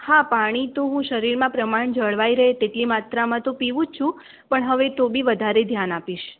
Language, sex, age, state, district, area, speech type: Gujarati, female, 18-30, Gujarat, Mehsana, rural, conversation